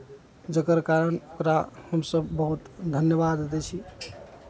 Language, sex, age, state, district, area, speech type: Maithili, male, 45-60, Bihar, Araria, rural, spontaneous